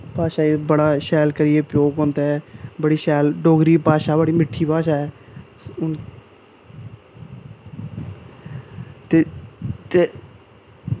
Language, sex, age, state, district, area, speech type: Dogri, male, 18-30, Jammu and Kashmir, Samba, rural, spontaneous